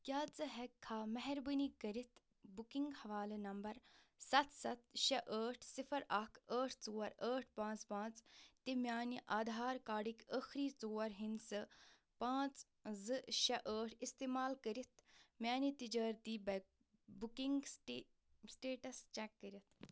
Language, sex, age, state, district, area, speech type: Kashmiri, female, 18-30, Jammu and Kashmir, Ganderbal, rural, read